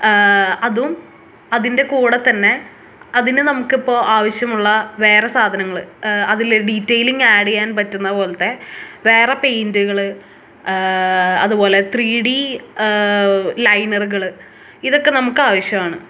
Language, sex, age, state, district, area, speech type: Malayalam, female, 18-30, Kerala, Thrissur, urban, spontaneous